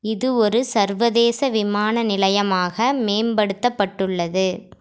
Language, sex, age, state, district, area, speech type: Tamil, female, 18-30, Tamil Nadu, Erode, rural, read